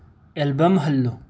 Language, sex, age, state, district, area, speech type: Manipuri, male, 18-30, Manipur, Imphal West, rural, read